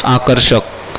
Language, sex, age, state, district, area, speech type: Marathi, female, 18-30, Maharashtra, Nagpur, urban, read